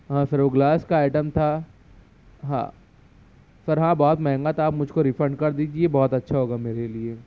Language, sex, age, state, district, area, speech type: Urdu, male, 18-30, Maharashtra, Nashik, rural, spontaneous